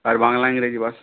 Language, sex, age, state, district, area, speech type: Bengali, male, 18-30, West Bengal, Purulia, urban, conversation